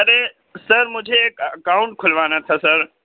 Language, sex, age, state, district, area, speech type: Urdu, male, 18-30, Uttar Pradesh, Gautam Buddha Nagar, urban, conversation